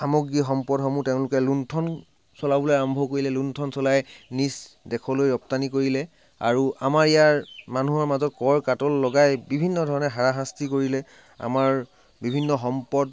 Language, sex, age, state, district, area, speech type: Assamese, male, 30-45, Assam, Sivasagar, urban, spontaneous